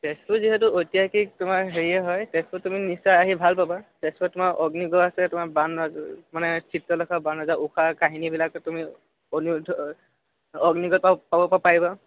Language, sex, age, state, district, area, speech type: Assamese, male, 18-30, Assam, Sonitpur, rural, conversation